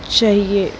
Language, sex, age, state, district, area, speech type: Hindi, female, 18-30, Madhya Pradesh, Jabalpur, urban, spontaneous